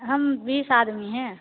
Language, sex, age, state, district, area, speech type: Hindi, female, 45-60, Bihar, Begusarai, urban, conversation